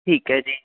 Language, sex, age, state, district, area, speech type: Punjabi, male, 18-30, Punjab, Fatehgarh Sahib, rural, conversation